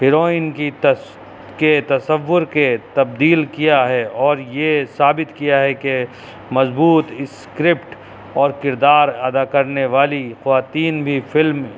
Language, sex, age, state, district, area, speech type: Urdu, male, 30-45, Uttar Pradesh, Rampur, urban, spontaneous